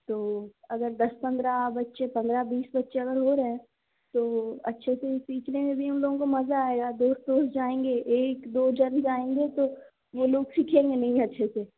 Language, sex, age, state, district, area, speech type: Hindi, female, 18-30, Madhya Pradesh, Seoni, urban, conversation